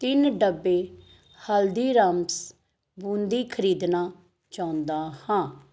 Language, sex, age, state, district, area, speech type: Punjabi, female, 45-60, Punjab, Amritsar, urban, read